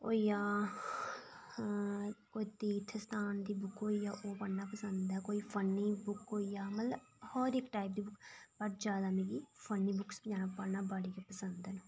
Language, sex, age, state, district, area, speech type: Dogri, female, 18-30, Jammu and Kashmir, Reasi, rural, spontaneous